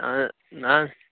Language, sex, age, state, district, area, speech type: Kashmiri, male, 30-45, Jammu and Kashmir, Bandipora, rural, conversation